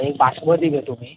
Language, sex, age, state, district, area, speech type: Marathi, male, 30-45, Maharashtra, Ratnagiri, urban, conversation